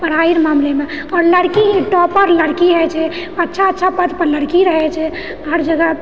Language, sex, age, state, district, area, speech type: Maithili, female, 30-45, Bihar, Purnia, rural, spontaneous